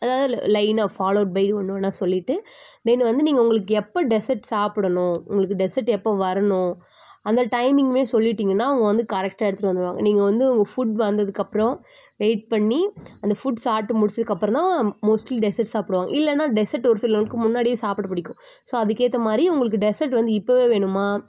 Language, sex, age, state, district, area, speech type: Tamil, female, 18-30, Tamil Nadu, Chennai, urban, spontaneous